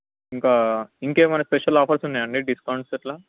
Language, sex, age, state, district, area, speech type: Telugu, male, 18-30, Telangana, Ranga Reddy, urban, conversation